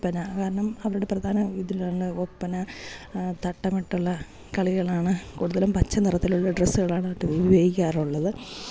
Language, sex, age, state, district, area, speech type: Malayalam, female, 30-45, Kerala, Thiruvananthapuram, urban, spontaneous